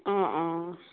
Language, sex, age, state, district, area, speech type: Assamese, female, 18-30, Assam, Sivasagar, rural, conversation